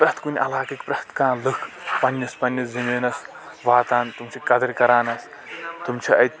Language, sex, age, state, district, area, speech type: Kashmiri, male, 18-30, Jammu and Kashmir, Kulgam, rural, spontaneous